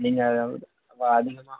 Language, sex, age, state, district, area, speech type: Tamil, male, 18-30, Tamil Nadu, Vellore, rural, conversation